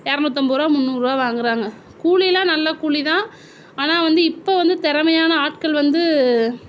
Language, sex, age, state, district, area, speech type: Tamil, female, 45-60, Tamil Nadu, Sivaganga, rural, spontaneous